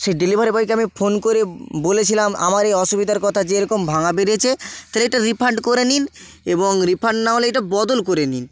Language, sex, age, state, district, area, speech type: Bengali, male, 18-30, West Bengal, Bankura, urban, spontaneous